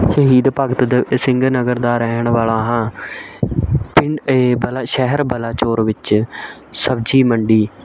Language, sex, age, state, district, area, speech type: Punjabi, male, 18-30, Punjab, Shaheed Bhagat Singh Nagar, rural, spontaneous